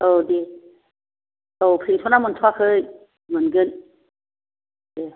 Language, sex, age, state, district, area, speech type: Bodo, female, 60+, Assam, Kokrajhar, rural, conversation